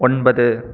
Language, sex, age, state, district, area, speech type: Tamil, male, 18-30, Tamil Nadu, Pudukkottai, rural, read